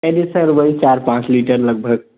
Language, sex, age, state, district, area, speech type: Hindi, male, 18-30, Uttar Pradesh, Jaunpur, rural, conversation